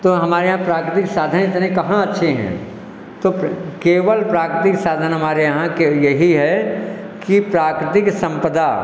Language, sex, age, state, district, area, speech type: Hindi, male, 60+, Uttar Pradesh, Lucknow, rural, spontaneous